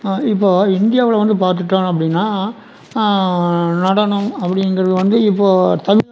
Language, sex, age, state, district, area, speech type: Tamil, male, 60+, Tamil Nadu, Erode, rural, spontaneous